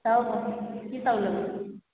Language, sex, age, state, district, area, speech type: Maithili, female, 30-45, Bihar, Araria, rural, conversation